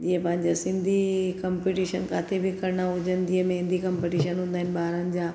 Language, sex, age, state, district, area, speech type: Sindhi, female, 45-60, Gujarat, Surat, urban, spontaneous